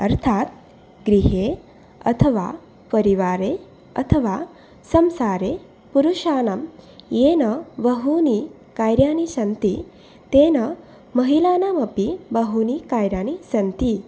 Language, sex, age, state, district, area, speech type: Sanskrit, female, 18-30, Assam, Nalbari, rural, spontaneous